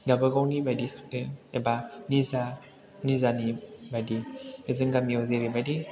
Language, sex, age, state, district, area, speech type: Bodo, male, 18-30, Assam, Chirang, rural, spontaneous